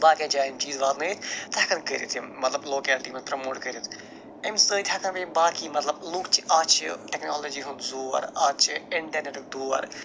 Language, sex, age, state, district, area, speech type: Kashmiri, male, 45-60, Jammu and Kashmir, Budgam, rural, spontaneous